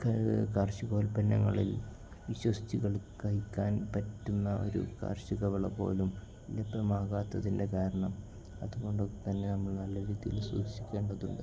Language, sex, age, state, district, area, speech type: Malayalam, male, 18-30, Kerala, Kozhikode, rural, spontaneous